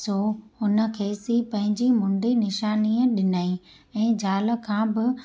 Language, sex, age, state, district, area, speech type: Sindhi, female, 30-45, Gujarat, Junagadh, urban, spontaneous